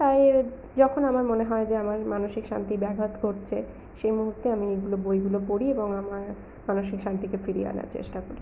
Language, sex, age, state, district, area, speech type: Bengali, female, 45-60, West Bengal, Purulia, urban, spontaneous